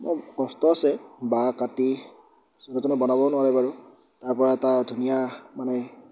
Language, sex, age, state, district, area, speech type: Assamese, male, 18-30, Assam, Darrang, rural, spontaneous